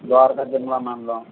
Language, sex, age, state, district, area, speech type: Telugu, male, 60+, Andhra Pradesh, Eluru, rural, conversation